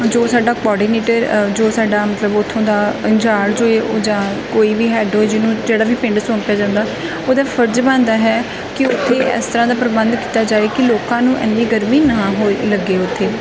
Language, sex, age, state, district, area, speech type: Punjabi, female, 18-30, Punjab, Gurdaspur, rural, spontaneous